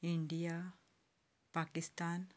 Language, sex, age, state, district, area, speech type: Goan Konkani, female, 45-60, Goa, Canacona, rural, spontaneous